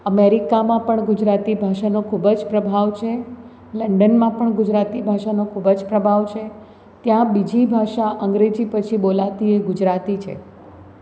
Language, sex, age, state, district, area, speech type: Gujarati, female, 30-45, Gujarat, Anand, urban, spontaneous